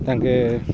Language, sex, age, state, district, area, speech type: Odia, male, 30-45, Odisha, Ganjam, urban, spontaneous